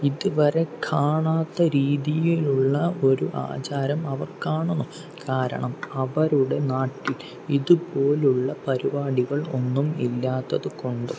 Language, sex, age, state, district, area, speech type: Malayalam, male, 18-30, Kerala, Palakkad, rural, spontaneous